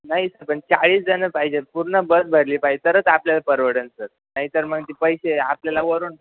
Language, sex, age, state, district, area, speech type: Marathi, male, 18-30, Maharashtra, Ahmednagar, rural, conversation